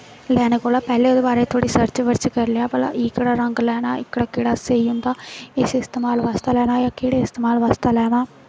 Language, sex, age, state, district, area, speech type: Dogri, female, 18-30, Jammu and Kashmir, Jammu, rural, spontaneous